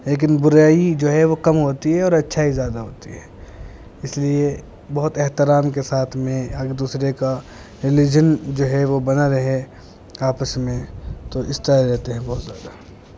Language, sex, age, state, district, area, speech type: Urdu, male, 18-30, Uttar Pradesh, Muzaffarnagar, urban, spontaneous